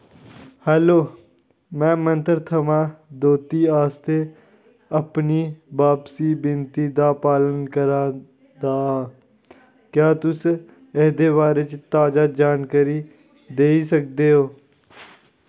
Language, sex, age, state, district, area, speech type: Dogri, male, 30-45, Jammu and Kashmir, Kathua, rural, read